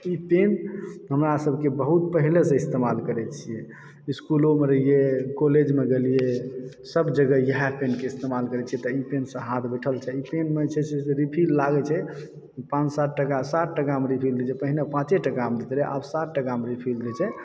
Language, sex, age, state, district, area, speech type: Maithili, male, 30-45, Bihar, Supaul, rural, spontaneous